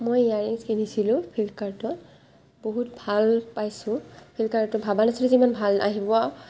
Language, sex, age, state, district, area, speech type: Assamese, female, 18-30, Assam, Barpeta, rural, spontaneous